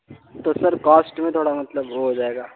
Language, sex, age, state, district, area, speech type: Urdu, male, 18-30, Delhi, South Delhi, urban, conversation